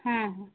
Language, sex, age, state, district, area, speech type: Odia, female, 18-30, Odisha, Subarnapur, urban, conversation